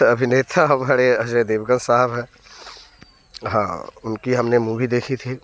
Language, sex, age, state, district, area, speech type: Hindi, male, 30-45, Bihar, Muzaffarpur, rural, spontaneous